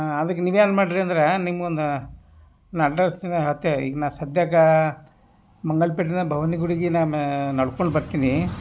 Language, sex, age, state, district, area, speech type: Kannada, male, 60+, Karnataka, Bidar, urban, spontaneous